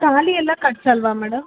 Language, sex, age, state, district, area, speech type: Kannada, female, 30-45, Karnataka, Mandya, rural, conversation